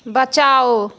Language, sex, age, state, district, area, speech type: Hindi, female, 60+, Bihar, Madhepura, urban, read